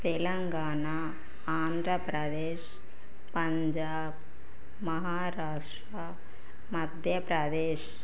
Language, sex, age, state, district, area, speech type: Telugu, female, 30-45, Telangana, Karimnagar, rural, spontaneous